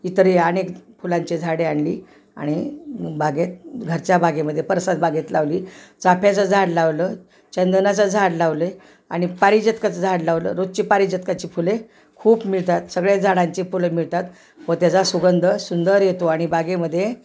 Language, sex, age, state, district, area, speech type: Marathi, female, 60+, Maharashtra, Osmanabad, rural, spontaneous